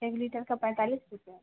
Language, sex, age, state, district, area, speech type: Hindi, female, 60+, Bihar, Vaishali, urban, conversation